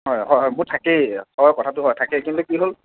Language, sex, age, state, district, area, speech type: Assamese, male, 30-45, Assam, Nagaon, rural, conversation